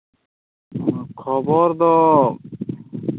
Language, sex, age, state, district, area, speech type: Santali, male, 18-30, Jharkhand, Pakur, rural, conversation